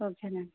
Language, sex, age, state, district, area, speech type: Telugu, female, 45-60, Andhra Pradesh, East Godavari, rural, conversation